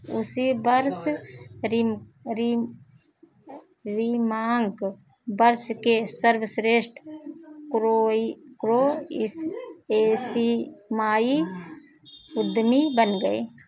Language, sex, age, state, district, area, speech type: Hindi, female, 45-60, Uttar Pradesh, Ayodhya, rural, read